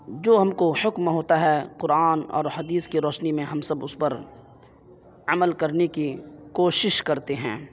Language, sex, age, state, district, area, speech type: Urdu, male, 30-45, Bihar, Purnia, rural, spontaneous